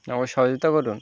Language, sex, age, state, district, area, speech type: Bengali, male, 18-30, West Bengal, Birbhum, urban, spontaneous